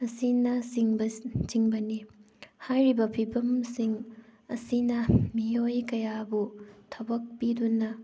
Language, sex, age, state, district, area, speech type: Manipuri, female, 18-30, Manipur, Thoubal, rural, spontaneous